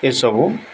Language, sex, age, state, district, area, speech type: Odia, male, 45-60, Odisha, Nabarangpur, urban, spontaneous